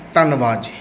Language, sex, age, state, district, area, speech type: Punjabi, male, 30-45, Punjab, Mansa, urban, spontaneous